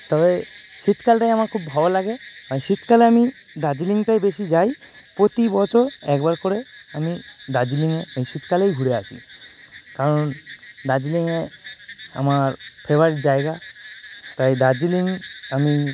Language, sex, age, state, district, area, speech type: Bengali, male, 30-45, West Bengal, North 24 Parganas, urban, spontaneous